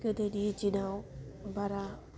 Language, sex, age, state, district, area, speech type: Bodo, female, 18-30, Assam, Udalguri, urban, spontaneous